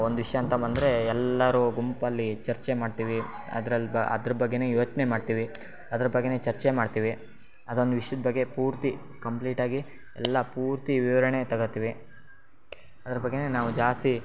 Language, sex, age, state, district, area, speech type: Kannada, male, 18-30, Karnataka, Shimoga, rural, spontaneous